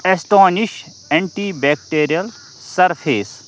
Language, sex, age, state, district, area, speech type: Kashmiri, male, 30-45, Jammu and Kashmir, Ganderbal, rural, read